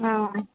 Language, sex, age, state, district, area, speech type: Telugu, female, 30-45, Telangana, Komaram Bheem, urban, conversation